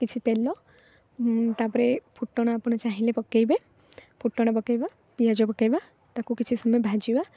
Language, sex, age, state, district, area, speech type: Odia, female, 18-30, Odisha, Rayagada, rural, spontaneous